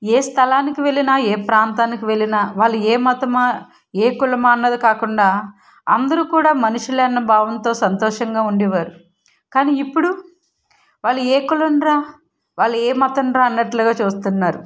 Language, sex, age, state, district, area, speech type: Telugu, female, 18-30, Andhra Pradesh, Guntur, rural, spontaneous